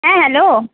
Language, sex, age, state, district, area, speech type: Bengali, female, 18-30, West Bengal, Jhargram, rural, conversation